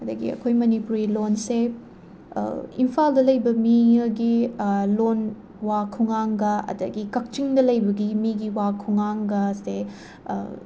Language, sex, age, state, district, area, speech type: Manipuri, female, 18-30, Manipur, Imphal West, rural, spontaneous